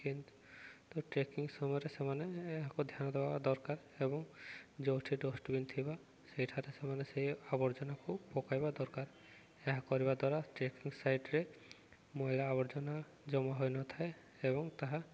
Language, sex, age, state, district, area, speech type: Odia, male, 18-30, Odisha, Subarnapur, urban, spontaneous